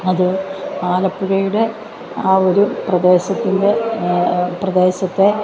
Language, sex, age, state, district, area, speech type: Malayalam, female, 45-60, Kerala, Alappuzha, urban, spontaneous